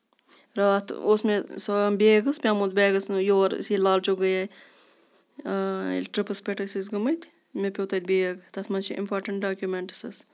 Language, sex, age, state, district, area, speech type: Kashmiri, female, 30-45, Jammu and Kashmir, Kupwara, urban, spontaneous